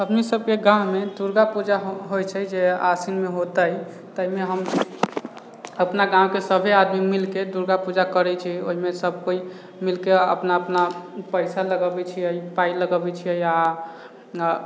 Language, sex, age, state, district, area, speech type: Maithili, male, 18-30, Bihar, Sitamarhi, urban, spontaneous